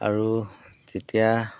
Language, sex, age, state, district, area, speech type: Assamese, male, 45-60, Assam, Golaghat, urban, spontaneous